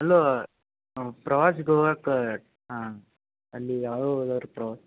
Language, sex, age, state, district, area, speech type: Kannada, male, 18-30, Karnataka, Gadag, urban, conversation